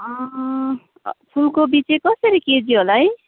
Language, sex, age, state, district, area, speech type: Nepali, female, 30-45, West Bengal, Kalimpong, rural, conversation